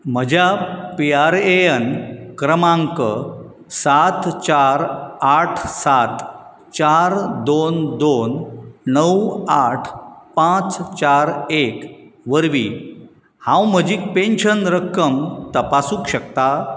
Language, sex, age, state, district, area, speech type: Goan Konkani, male, 45-60, Goa, Bardez, urban, read